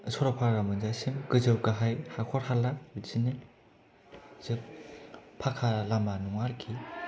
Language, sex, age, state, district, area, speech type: Bodo, male, 18-30, Assam, Kokrajhar, rural, spontaneous